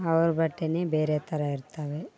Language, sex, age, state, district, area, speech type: Kannada, female, 18-30, Karnataka, Vijayanagara, rural, spontaneous